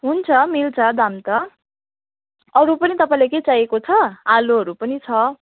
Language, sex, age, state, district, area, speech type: Nepali, female, 18-30, West Bengal, Jalpaiguri, urban, conversation